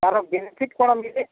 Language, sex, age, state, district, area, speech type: Odia, male, 45-60, Odisha, Nuapada, urban, conversation